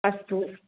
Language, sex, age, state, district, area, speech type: Sanskrit, female, 45-60, Tamil Nadu, Thanjavur, urban, conversation